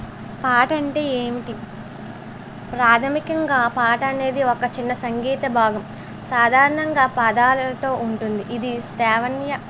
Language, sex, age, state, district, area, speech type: Telugu, female, 18-30, Andhra Pradesh, Eluru, rural, spontaneous